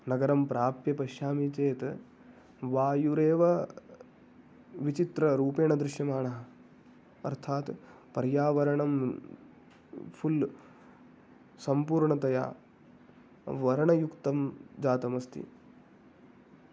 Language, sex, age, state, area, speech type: Sanskrit, male, 18-30, Haryana, rural, spontaneous